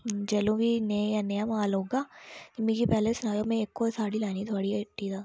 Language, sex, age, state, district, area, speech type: Dogri, female, 30-45, Jammu and Kashmir, Reasi, rural, spontaneous